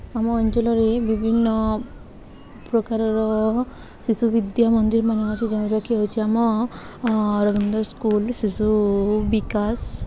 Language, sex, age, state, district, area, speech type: Odia, female, 18-30, Odisha, Subarnapur, urban, spontaneous